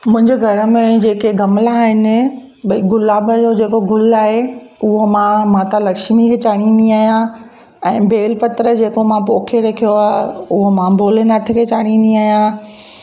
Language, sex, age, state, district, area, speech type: Sindhi, female, 45-60, Gujarat, Kutch, rural, spontaneous